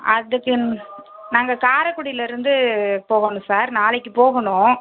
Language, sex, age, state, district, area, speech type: Tamil, female, 30-45, Tamil Nadu, Pudukkottai, rural, conversation